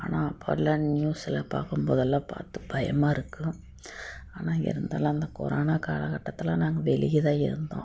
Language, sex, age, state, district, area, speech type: Tamil, female, 45-60, Tamil Nadu, Tiruppur, rural, spontaneous